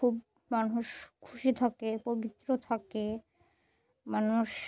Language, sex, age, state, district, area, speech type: Bengali, female, 18-30, West Bengal, Murshidabad, urban, spontaneous